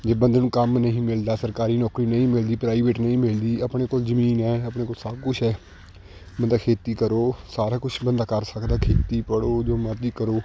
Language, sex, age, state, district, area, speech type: Punjabi, male, 18-30, Punjab, Shaheed Bhagat Singh Nagar, rural, spontaneous